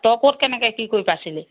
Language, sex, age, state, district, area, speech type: Assamese, female, 30-45, Assam, Lakhimpur, rural, conversation